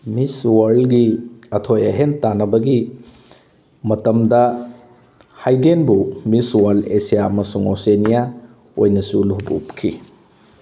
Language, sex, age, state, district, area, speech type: Manipuri, male, 45-60, Manipur, Thoubal, rural, read